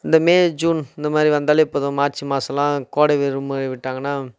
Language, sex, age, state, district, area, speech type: Tamil, male, 30-45, Tamil Nadu, Tiruvannamalai, rural, spontaneous